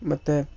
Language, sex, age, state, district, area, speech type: Kannada, male, 18-30, Karnataka, Shimoga, rural, spontaneous